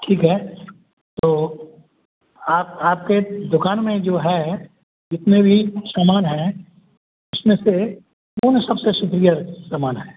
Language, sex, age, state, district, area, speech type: Hindi, male, 60+, Bihar, Madhepura, urban, conversation